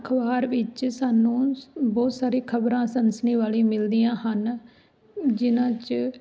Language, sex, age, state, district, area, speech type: Punjabi, female, 30-45, Punjab, Ludhiana, urban, spontaneous